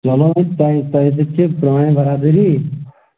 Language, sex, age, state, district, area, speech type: Kashmiri, male, 30-45, Jammu and Kashmir, Pulwama, urban, conversation